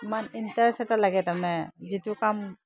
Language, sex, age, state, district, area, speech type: Assamese, female, 60+, Assam, Udalguri, rural, spontaneous